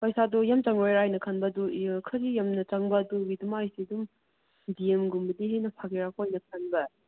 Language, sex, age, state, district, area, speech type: Manipuri, female, 18-30, Manipur, Kangpokpi, rural, conversation